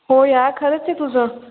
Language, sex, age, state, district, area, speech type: Marathi, female, 30-45, Maharashtra, Satara, urban, conversation